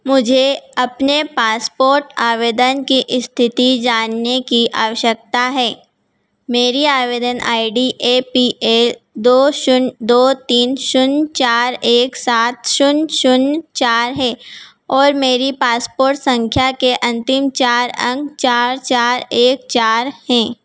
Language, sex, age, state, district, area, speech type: Hindi, female, 18-30, Madhya Pradesh, Harda, urban, read